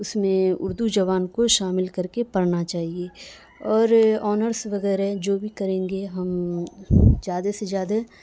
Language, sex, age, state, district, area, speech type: Urdu, female, 18-30, Bihar, Madhubani, rural, spontaneous